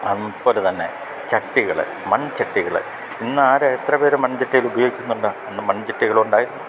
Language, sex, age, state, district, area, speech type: Malayalam, male, 60+, Kerala, Idukki, rural, spontaneous